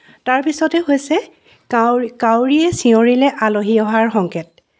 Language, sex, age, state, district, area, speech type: Assamese, female, 45-60, Assam, Charaideo, urban, spontaneous